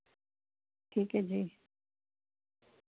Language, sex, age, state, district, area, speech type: Punjabi, female, 45-60, Punjab, Fazilka, rural, conversation